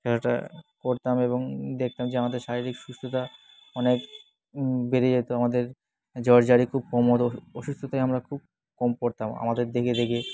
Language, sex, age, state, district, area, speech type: Bengali, male, 18-30, West Bengal, Dakshin Dinajpur, urban, spontaneous